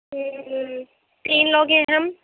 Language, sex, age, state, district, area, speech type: Urdu, female, 18-30, Uttar Pradesh, Gautam Buddha Nagar, rural, conversation